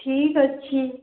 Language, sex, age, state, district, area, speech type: Odia, female, 18-30, Odisha, Sundergarh, urban, conversation